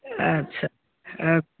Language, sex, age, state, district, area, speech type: Odia, female, 60+, Odisha, Gajapati, rural, conversation